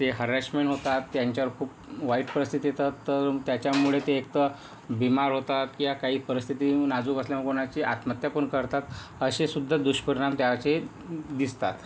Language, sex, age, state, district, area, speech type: Marathi, male, 18-30, Maharashtra, Yavatmal, rural, spontaneous